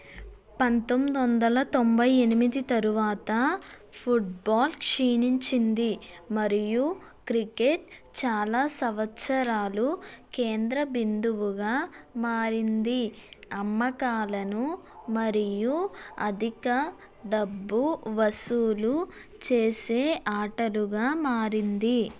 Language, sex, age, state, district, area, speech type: Telugu, female, 18-30, Andhra Pradesh, West Godavari, rural, read